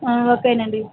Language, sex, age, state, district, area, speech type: Telugu, female, 30-45, Telangana, Nizamabad, urban, conversation